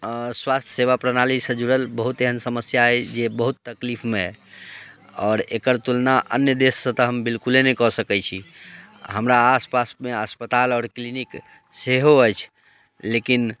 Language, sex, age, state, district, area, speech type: Maithili, male, 30-45, Bihar, Muzaffarpur, rural, spontaneous